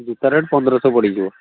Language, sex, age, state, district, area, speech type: Odia, male, 18-30, Odisha, Balasore, rural, conversation